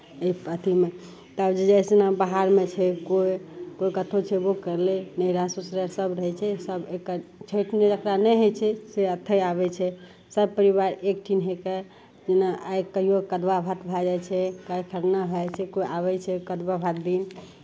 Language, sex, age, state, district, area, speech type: Maithili, female, 18-30, Bihar, Madhepura, rural, spontaneous